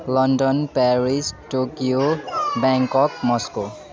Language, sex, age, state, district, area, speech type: Nepali, male, 18-30, West Bengal, Kalimpong, rural, spontaneous